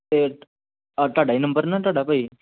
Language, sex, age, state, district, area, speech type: Punjabi, male, 30-45, Punjab, Amritsar, urban, conversation